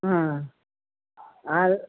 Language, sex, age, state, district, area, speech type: Bengali, female, 45-60, West Bengal, Purba Bardhaman, urban, conversation